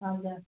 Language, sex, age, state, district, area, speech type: Nepali, female, 45-60, West Bengal, Jalpaiguri, urban, conversation